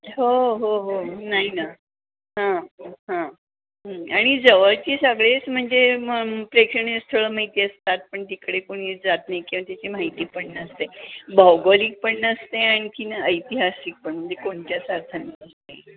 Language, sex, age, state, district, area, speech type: Marathi, female, 60+, Maharashtra, Pune, urban, conversation